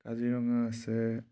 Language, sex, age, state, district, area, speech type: Assamese, male, 30-45, Assam, Majuli, urban, spontaneous